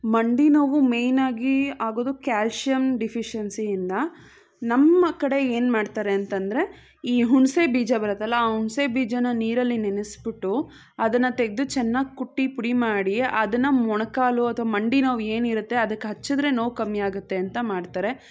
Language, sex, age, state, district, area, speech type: Kannada, female, 18-30, Karnataka, Chikkaballapur, rural, spontaneous